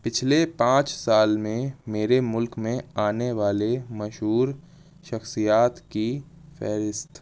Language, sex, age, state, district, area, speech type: Urdu, male, 18-30, Uttar Pradesh, Shahjahanpur, rural, read